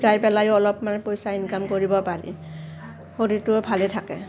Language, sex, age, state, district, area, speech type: Assamese, female, 45-60, Assam, Udalguri, rural, spontaneous